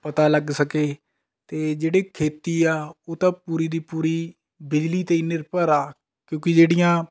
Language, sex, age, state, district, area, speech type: Punjabi, male, 18-30, Punjab, Rupnagar, rural, spontaneous